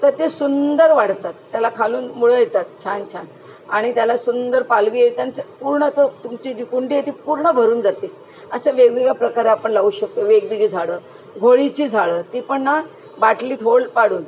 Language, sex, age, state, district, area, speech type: Marathi, female, 60+, Maharashtra, Mumbai Suburban, urban, spontaneous